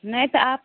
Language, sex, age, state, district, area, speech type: Maithili, female, 18-30, Bihar, Samastipur, rural, conversation